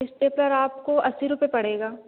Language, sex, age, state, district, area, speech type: Hindi, female, 18-30, Madhya Pradesh, Hoshangabad, rural, conversation